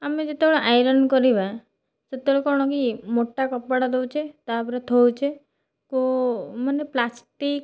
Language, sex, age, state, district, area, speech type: Odia, female, 30-45, Odisha, Cuttack, urban, spontaneous